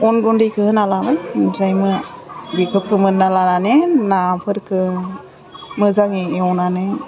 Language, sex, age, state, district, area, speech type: Bodo, female, 30-45, Assam, Udalguri, urban, spontaneous